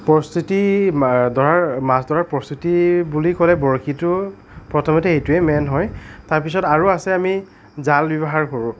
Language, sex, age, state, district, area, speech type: Assamese, male, 60+, Assam, Nagaon, rural, spontaneous